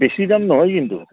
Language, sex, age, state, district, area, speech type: Assamese, male, 30-45, Assam, Goalpara, urban, conversation